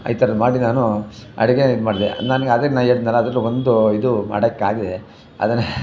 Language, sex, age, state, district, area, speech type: Kannada, male, 60+, Karnataka, Chamarajanagar, rural, spontaneous